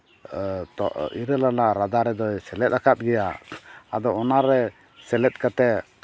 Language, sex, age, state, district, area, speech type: Santali, male, 45-60, Jharkhand, East Singhbhum, rural, spontaneous